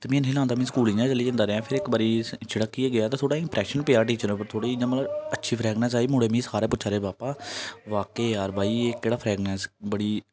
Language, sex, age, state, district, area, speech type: Dogri, male, 18-30, Jammu and Kashmir, Jammu, rural, spontaneous